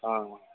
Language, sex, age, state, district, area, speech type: Gujarati, male, 18-30, Gujarat, Anand, rural, conversation